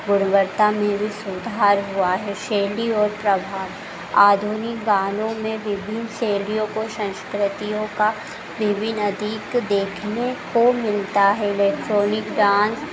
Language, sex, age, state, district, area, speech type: Hindi, female, 18-30, Madhya Pradesh, Harda, urban, spontaneous